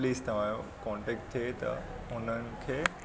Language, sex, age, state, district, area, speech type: Sindhi, male, 18-30, Gujarat, Surat, urban, spontaneous